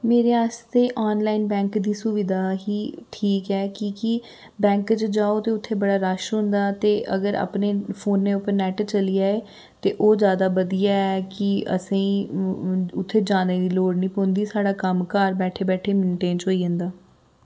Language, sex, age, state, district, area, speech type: Dogri, female, 30-45, Jammu and Kashmir, Reasi, rural, spontaneous